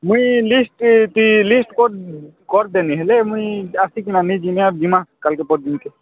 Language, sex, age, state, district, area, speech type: Odia, male, 18-30, Odisha, Kalahandi, rural, conversation